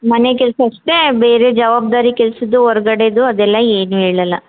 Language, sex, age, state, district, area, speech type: Kannada, female, 30-45, Karnataka, Chamarajanagar, rural, conversation